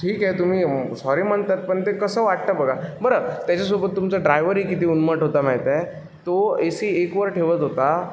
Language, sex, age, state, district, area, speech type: Marathi, male, 18-30, Maharashtra, Sindhudurg, rural, spontaneous